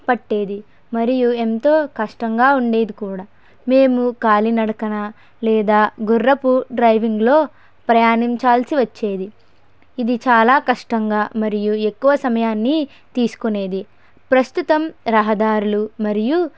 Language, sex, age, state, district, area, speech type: Telugu, female, 30-45, Andhra Pradesh, Konaseema, rural, spontaneous